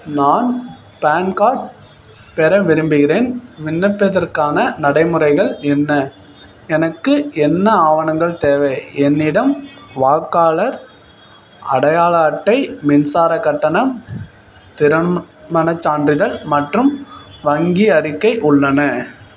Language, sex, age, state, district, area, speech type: Tamil, male, 18-30, Tamil Nadu, Perambalur, rural, read